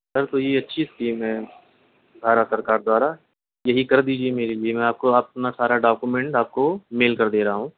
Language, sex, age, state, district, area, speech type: Urdu, male, 18-30, Delhi, Central Delhi, urban, conversation